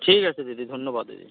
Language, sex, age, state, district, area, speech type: Bengali, male, 18-30, West Bengal, Uttar Dinajpur, rural, conversation